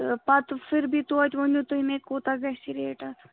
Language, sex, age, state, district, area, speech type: Kashmiri, female, 18-30, Jammu and Kashmir, Ganderbal, rural, conversation